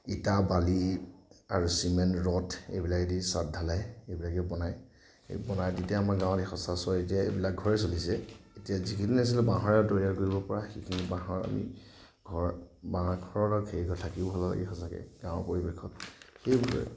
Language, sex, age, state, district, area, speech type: Assamese, male, 30-45, Assam, Nagaon, rural, spontaneous